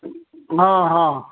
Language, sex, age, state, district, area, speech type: Odia, male, 60+, Odisha, Gajapati, rural, conversation